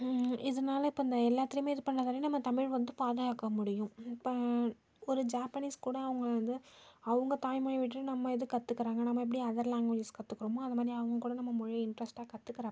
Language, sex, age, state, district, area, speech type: Tamil, female, 18-30, Tamil Nadu, Nagapattinam, rural, spontaneous